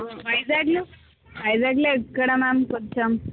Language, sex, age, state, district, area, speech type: Telugu, female, 45-60, Andhra Pradesh, Visakhapatnam, urban, conversation